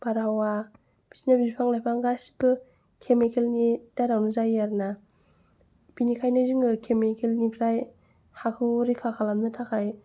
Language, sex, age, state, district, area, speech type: Bodo, female, 18-30, Assam, Kokrajhar, rural, spontaneous